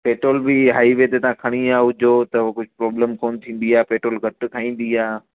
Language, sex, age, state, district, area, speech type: Sindhi, male, 18-30, Gujarat, Junagadh, urban, conversation